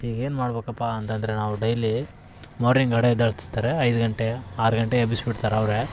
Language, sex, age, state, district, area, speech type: Kannada, male, 18-30, Karnataka, Vijayanagara, rural, spontaneous